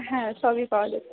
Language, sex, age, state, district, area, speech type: Bengali, female, 18-30, West Bengal, Purba Bardhaman, rural, conversation